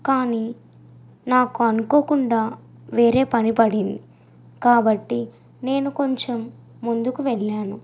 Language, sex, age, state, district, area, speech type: Telugu, female, 18-30, Andhra Pradesh, N T Rama Rao, urban, spontaneous